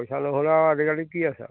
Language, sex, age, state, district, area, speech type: Assamese, male, 30-45, Assam, Majuli, urban, conversation